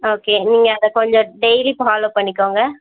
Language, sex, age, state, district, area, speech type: Tamil, female, 18-30, Tamil Nadu, Virudhunagar, rural, conversation